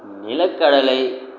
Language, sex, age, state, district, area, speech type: Tamil, male, 45-60, Tamil Nadu, Namakkal, rural, spontaneous